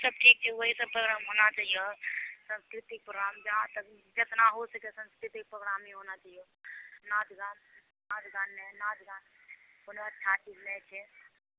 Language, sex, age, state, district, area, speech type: Maithili, female, 18-30, Bihar, Purnia, rural, conversation